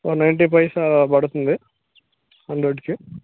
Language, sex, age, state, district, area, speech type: Telugu, male, 18-30, Andhra Pradesh, Srikakulam, rural, conversation